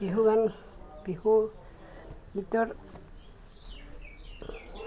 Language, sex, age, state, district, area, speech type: Assamese, female, 60+, Assam, Goalpara, rural, spontaneous